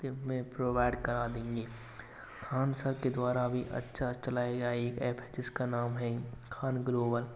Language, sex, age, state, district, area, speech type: Hindi, male, 18-30, Rajasthan, Bharatpur, rural, spontaneous